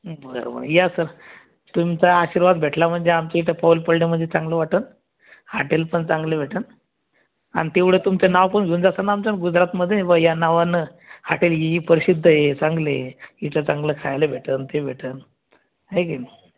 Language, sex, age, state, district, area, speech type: Marathi, male, 30-45, Maharashtra, Buldhana, rural, conversation